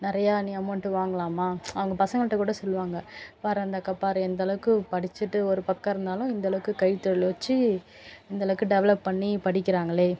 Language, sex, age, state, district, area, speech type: Tamil, female, 18-30, Tamil Nadu, Cuddalore, urban, spontaneous